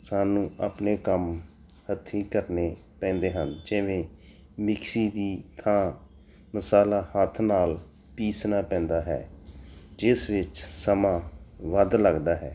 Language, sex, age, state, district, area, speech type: Punjabi, male, 45-60, Punjab, Tarn Taran, urban, spontaneous